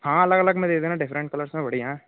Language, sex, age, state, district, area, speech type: Hindi, male, 18-30, Rajasthan, Bharatpur, urban, conversation